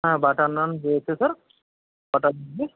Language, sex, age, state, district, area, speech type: Bengali, male, 18-30, West Bengal, Paschim Medinipur, rural, conversation